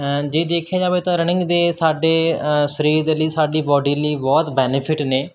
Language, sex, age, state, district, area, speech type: Punjabi, male, 18-30, Punjab, Mansa, rural, spontaneous